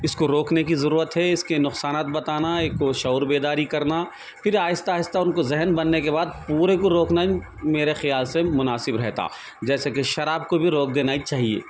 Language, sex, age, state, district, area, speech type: Urdu, male, 45-60, Telangana, Hyderabad, urban, spontaneous